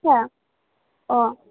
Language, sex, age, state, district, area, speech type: Bodo, female, 18-30, Assam, Kokrajhar, rural, conversation